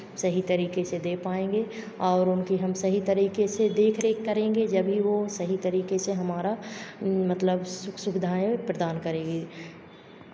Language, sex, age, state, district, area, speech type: Hindi, female, 45-60, Madhya Pradesh, Hoshangabad, urban, spontaneous